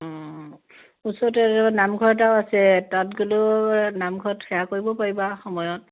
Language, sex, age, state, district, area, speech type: Assamese, female, 45-60, Assam, Dibrugarh, rural, conversation